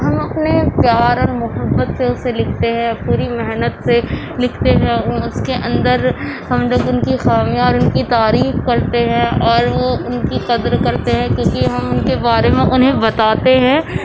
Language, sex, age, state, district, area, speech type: Urdu, female, 18-30, Uttar Pradesh, Gautam Buddha Nagar, urban, spontaneous